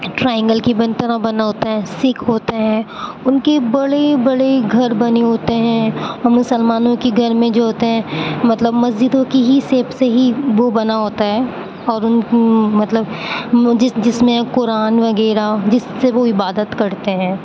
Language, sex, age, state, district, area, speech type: Urdu, female, 18-30, Uttar Pradesh, Aligarh, urban, spontaneous